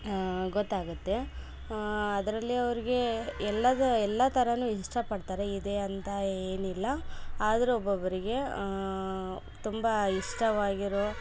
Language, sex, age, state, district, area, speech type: Kannada, female, 18-30, Karnataka, Koppal, rural, spontaneous